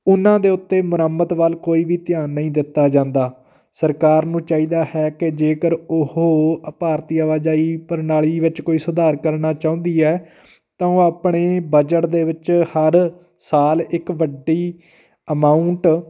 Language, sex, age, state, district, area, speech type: Punjabi, male, 30-45, Punjab, Patiala, rural, spontaneous